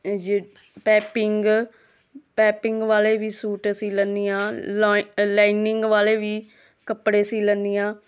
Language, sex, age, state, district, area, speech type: Punjabi, female, 30-45, Punjab, Hoshiarpur, rural, spontaneous